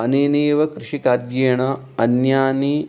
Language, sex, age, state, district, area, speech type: Sanskrit, male, 30-45, Rajasthan, Ajmer, urban, spontaneous